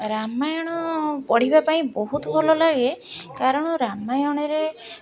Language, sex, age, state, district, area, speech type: Odia, female, 30-45, Odisha, Jagatsinghpur, rural, spontaneous